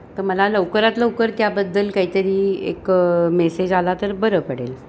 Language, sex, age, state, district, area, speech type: Marathi, female, 60+, Maharashtra, Kolhapur, urban, spontaneous